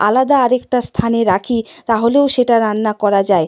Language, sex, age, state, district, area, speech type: Bengali, female, 60+, West Bengal, Purba Medinipur, rural, spontaneous